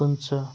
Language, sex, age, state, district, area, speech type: Kashmiri, male, 30-45, Jammu and Kashmir, Srinagar, urban, spontaneous